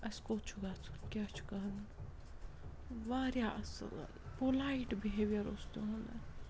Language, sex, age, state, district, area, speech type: Kashmiri, female, 45-60, Jammu and Kashmir, Srinagar, urban, spontaneous